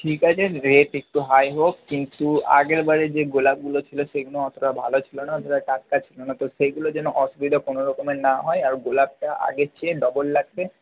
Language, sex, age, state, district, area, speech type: Bengali, male, 30-45, West Bengal, Purba Bardhaman, urban, conversation